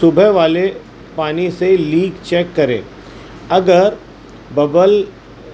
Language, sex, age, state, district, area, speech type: Urdu, male, 45-60, Uttar Pradesh, Gautam Buddha Nagar, urban, spontaneous